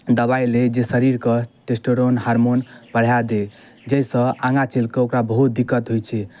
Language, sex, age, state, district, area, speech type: Maithili, male, 18-30, Bihar, Darbhanga, rural, spontaneous